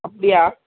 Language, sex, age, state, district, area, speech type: Tamil, female, 18-30, Tamil Nadu, Tirunelveli, rural, conversation